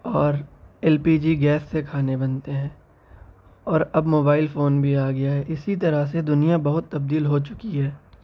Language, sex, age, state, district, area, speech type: Urdu, male, 18-30, Uttar Pradesh, Shahjahanpur, rural, spontaneous